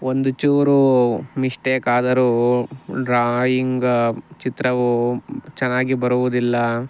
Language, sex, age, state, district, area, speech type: Kannada, male, 45-60, Karnataka, Bangalore Rural, rural, spontaneous